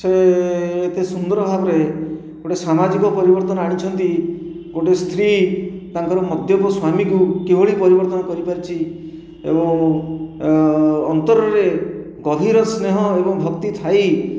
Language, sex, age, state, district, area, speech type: Odia, male, 60+, Odisha, Khordha, rural, spontaneous